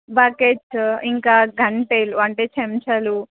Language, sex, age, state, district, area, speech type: Telugu, female, 18-30, Telangana, Nizamabad, urban, conversation